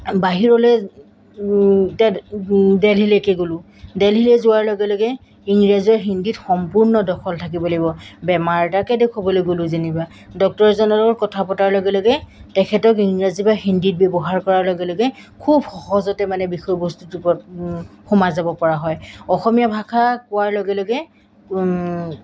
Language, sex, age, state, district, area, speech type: Assamese, female, 30-45, Assam, Golaghat, rural, spontaneous